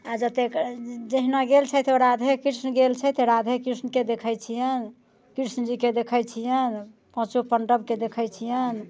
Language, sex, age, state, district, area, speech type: Maithili, female, 60+, Bihar, Muzaffarpur, urban, spontaneous